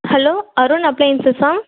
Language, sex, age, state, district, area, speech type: Tamil, female, 18-30, Tamil Nadu, Erode, rural, conversation